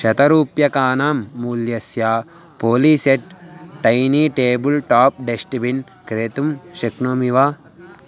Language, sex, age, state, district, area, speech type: Sanskrit, male, 18-30, Andhra Pradesh, Guntur, rural, read